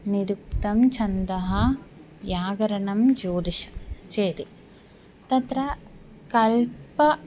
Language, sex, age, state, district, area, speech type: Sanskrit, female, 18-30, Kerala, Thiruvananthapuram, urban, spontaneous